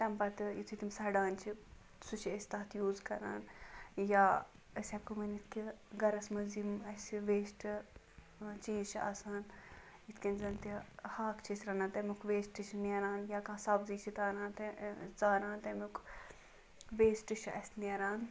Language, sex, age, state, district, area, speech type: Kashmiri, female, 30-45, Jammu and Kashmir, Ganderbal, rural, spontaneous